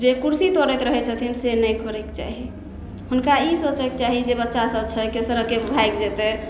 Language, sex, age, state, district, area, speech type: Maithili, female, 18-30, Bihar, Samastipur, rural, spontaneous